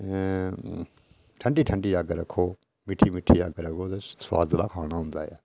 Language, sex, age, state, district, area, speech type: Dogri, male, 60+, Jammu and Kashmir, Udhampur, rural, spontaneous